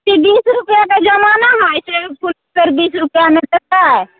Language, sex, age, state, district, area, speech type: Maithili, female, 18-30, Bihar, Muzaffarpur, rural, conversation